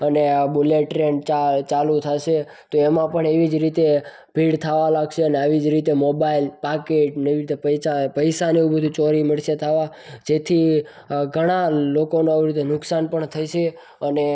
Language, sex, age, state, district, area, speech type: Gujarati, male, 18-30, Gujarat, Surat, rural, spontaneous